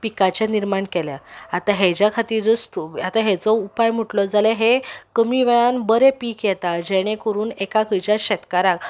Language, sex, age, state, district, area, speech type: Goan Konkani, female, 18-30, Goa, Ponda, rural, spontaneous